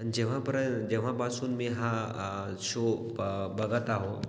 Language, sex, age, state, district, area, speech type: Marathi, male, 18-30, Maharashtra, Washim, rural, spontaneous